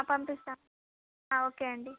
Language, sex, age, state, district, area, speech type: Telugu, female, 18-30, Andhra Pradesh, Palnadu, rural, conversation